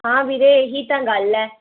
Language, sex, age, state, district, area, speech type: Punjabi, female, 18-30, Punjab, Tarn Taran, urban, conversation